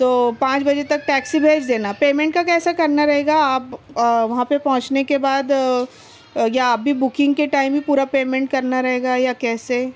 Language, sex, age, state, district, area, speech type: Urdu, female, 30-45, Maharashtra, Nashik, rural, spontaneous